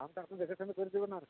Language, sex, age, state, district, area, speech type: Bengali, male, 60+, West Bengal, Uttar Dinajpur, urban, conversation